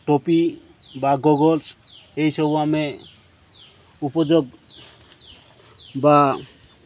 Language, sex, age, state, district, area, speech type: Odia, male, 45-60, Odisha, Nabarangpur, rural, spontaneous